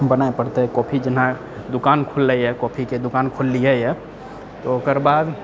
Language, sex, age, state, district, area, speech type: Maithili, male, 18-30, Bihar, Purnia, urban, read